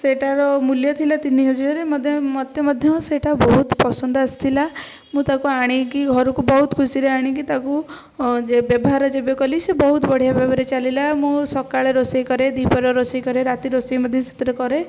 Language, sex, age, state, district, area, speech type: Odia, female, 18-30, Odisha, Puri, urban, spontaneous